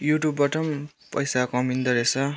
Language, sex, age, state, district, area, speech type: Nepali, male, 18-30, West Bengal, Kalimpong, rural, spontaneous